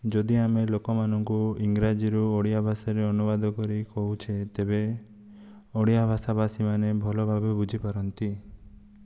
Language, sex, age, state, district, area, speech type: Odia, male, 18-30, Odisha, Kandhamal, rural, spontaneous